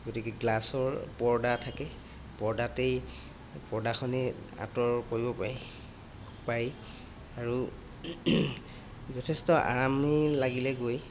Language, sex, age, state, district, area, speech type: Assamese, male, 30-45, Assam, Golaghat, urban, spontaneous